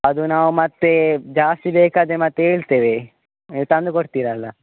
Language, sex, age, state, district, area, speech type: Kannada, male, 18-30, Karnataka, Dakshina Kannada, rural, conversation